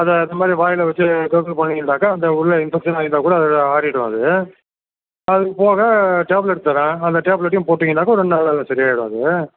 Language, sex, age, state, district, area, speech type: Tamil, male, 60+, Tamil Nadu, Virudhunagar, rural, conversation